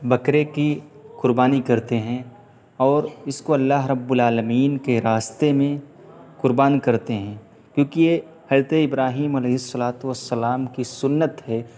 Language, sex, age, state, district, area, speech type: Urdu, male, 18-30, Uttar Pradesh, Siddharthnagar, rural, spontaneous